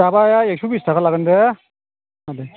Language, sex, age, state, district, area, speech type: Bodo, male, 60+, Assam, Chirang, rural, conversation